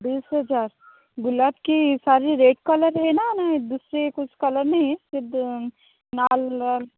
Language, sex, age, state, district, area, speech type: Hindi, female, 30-45, Rajasthan, Jodhpur, rural, conversation